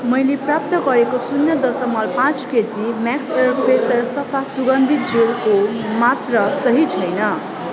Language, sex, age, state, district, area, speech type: Nepali, female, 18-30, West Bengal, Darjeeling, rural, read